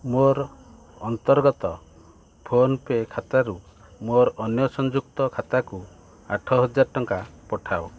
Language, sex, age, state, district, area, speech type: Odia, male, 45-60, Odisha, Kendrapara, urban, read